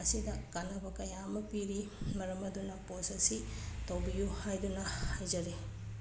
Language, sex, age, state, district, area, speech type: Manipuri, female, 30-45, Manipur, Bishnupur, rural, spontaneous